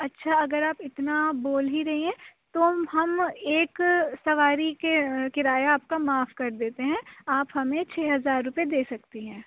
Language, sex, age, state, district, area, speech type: Urdu, female, 30-45, Uttar Pradesh, Aligarh, urban, conversation